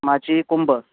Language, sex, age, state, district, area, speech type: Marathi, male, 30-45, Maharashtra, Osmanabad, rural, conversation